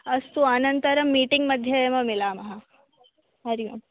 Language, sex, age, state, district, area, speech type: Sanskrit, female, 18-30, Maharashtra, Mumbai Suburban, urban, conversation